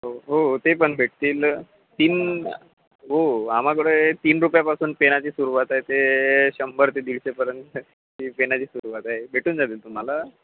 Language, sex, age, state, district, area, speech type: Marathi, male, 18-30, Maharashtra, Ratnagiri, rural, conversation